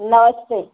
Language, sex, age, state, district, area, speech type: Hindi, female, 60+, Uttar Pradesh, Chandauli, rural, conversation